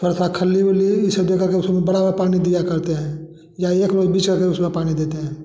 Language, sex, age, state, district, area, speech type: Hindi, male, 60+, Bihar, Samastipur, rural, spontaneous